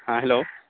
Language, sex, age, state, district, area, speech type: Urdu, male, 18-30, Bihar, Saharsa, rural, conversation